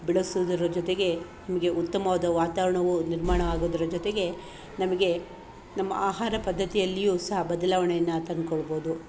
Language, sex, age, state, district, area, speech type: Kannada, female, 45-60, Karnataka, Chikkamagaluru, rural, spontaneous